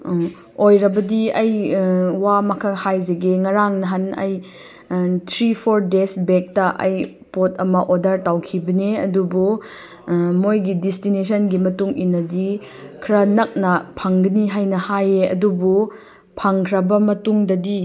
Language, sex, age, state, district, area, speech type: Manipuri, female, 30-45, Manipur, Chandel, rural, spontaneous